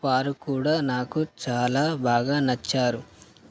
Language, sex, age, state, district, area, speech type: Telugu, male, 18-30, Telangana, Karimnagar, rural, spontaneous